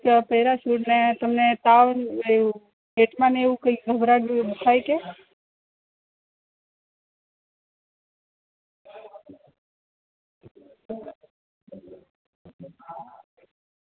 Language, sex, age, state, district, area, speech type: Gujarati, female, 18-30, Gujarat, Valsad, rural, conversation